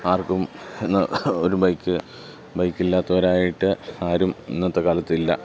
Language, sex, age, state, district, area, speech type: Malayalam, male, 30-45, Kerala, Pathanamthitta, urban, spontaneous